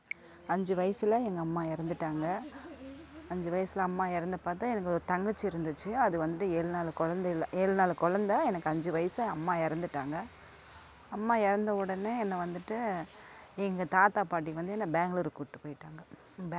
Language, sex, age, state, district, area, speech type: Tamil, female, 45-60, Tamil Nadu, Kallakurichi, urban, spontaneous